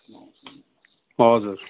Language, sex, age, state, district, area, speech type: Nepali, male, 60+, West Bengal, Kalimpong, rural, conversation